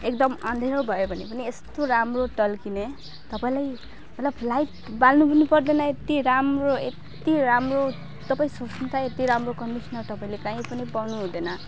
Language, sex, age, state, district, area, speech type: Nepali, female, 30-45, West Bengal, Alipurduar, urban, spontaneous